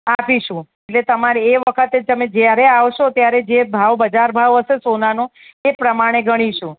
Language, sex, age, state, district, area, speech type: Gujarati, female, 45-60, Gujarat, Ahmedabad, urban, conversation